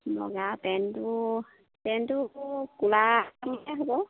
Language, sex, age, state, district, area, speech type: Assamese, female, 30-45, Assam, Sivasagar, rural, conversation